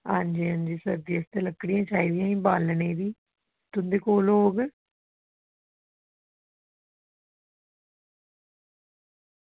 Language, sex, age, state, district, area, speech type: Dogri, female, 30-45, Jammu and Kashmir, Reasi, urban, conversation